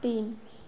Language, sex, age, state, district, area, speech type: Hindi, female, 18-30, Madhya Pradesh, Chhindwara, urban, read